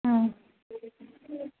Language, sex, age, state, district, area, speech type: Malayalam, female, 18-30, Kerala, Idukki, rural, conversation